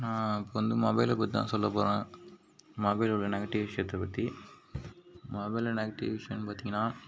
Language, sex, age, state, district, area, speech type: Tamil, male, 45-60, Tamil Nadu, Mayiladuthurai, rural, spontaneous